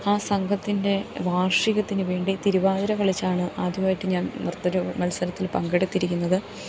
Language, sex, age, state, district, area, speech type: Malayalam, female, 30-45, Kerala, Idukki, rural, spontaneous